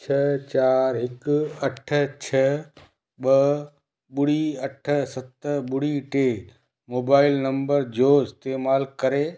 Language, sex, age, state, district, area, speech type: Sindhi, male, 45-60, Gujarat, Kutch, rural, read